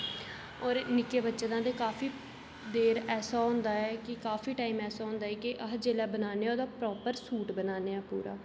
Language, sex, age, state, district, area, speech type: Dogri, female, 18-30, Jammu and Kashmir, Jammu, urban, spontaneous